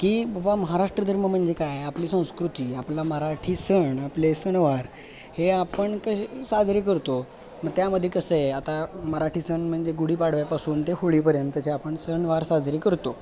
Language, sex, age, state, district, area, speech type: Marathi, male, 18-30, Maharashtra, Sangli, urban, spontaneous